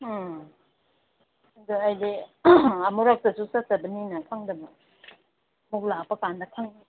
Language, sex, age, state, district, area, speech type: Manipuri, female, 45-60, Manipur, Ukhrul, rural, conversation